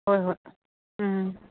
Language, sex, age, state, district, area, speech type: Manipuri, female, 45-60, Manipur, Churachandpur, rural, conversation